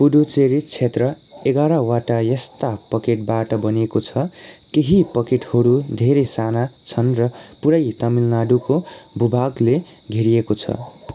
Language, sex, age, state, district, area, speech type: Nepali, male, 18-30, West Bengal, Kalimpong, rural, read